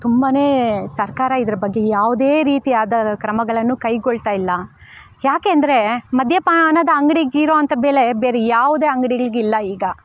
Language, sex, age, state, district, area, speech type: Kannada, female, 30-45, Karnataka, Bangalore Rural, rural, spontaneous